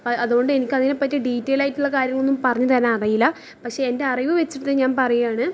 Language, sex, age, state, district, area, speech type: Malayalam, female, 18-30, Kerala, Thrissur, urban, spontaneous